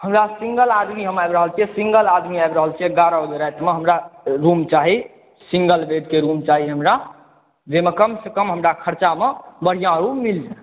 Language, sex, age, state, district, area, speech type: Maithili, male, 30-45, Bihar, Supaul, rural, conversation